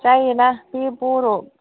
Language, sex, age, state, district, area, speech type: Bodo, female, 45-60, Assam, Kokrajhar, urban, conversation